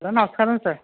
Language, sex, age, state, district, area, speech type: Telugu, male, 60+, Andhra Pradesh, West Godavari, rural, conversation